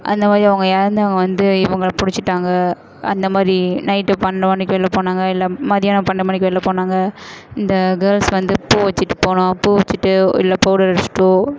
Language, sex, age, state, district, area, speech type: Tamil, female, 18-30, Tamil Nadu, Perambalur, urban, spontaneous